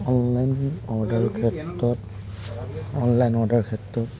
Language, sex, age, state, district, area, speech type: Assamese, male, 18-30, Assam, Lakhimpur, urban, spontaneous